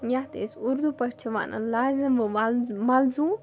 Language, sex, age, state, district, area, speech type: Kashmiri, female, 30-45, Jammu and Kashmir, Bandipora, rural, spontaneous